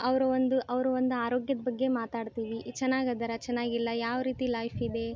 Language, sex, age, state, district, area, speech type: Kannada, female, 18-30, Karnataka, Koppal, urban, spontaneous